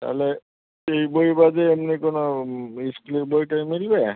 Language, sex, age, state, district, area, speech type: Bengali, male, 60+, West Bengal, Birbhum, urban, conversation